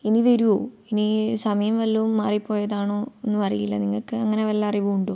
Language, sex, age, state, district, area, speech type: Malayalam, female, 18-30, Kerala, Kannur, rural, spontaneous